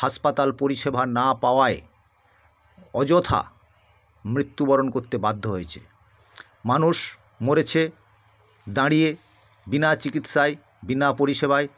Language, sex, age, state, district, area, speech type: Bengali, male, 60+, West Bengal, South 24 Parganas, rural, spontaneous